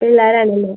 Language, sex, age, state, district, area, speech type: Malayalam, female, 18-30, Kerala, Thrissur, urban, conversation